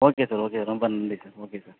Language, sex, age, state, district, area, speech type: Tamil, male, 30-45, Tamil Nadu, Madurai, urban, conversation